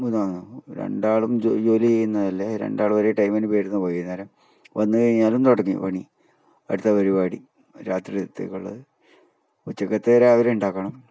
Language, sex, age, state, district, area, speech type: Malayalam, male, 60+, Kerala, Kasaragod, rural, spontaneous